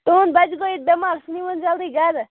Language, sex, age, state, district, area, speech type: Kashmiri, other, 18-30, Jammu and Kashmir, Baramulla, rural, conversation